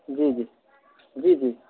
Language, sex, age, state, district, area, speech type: Urdu, male, 18-30, Bihar, Purnia, rural, conversation